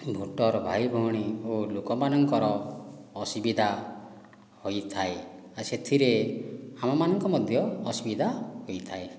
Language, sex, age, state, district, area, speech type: Odia, male, 45-60, Odisha, Boudh, rural, spontaneous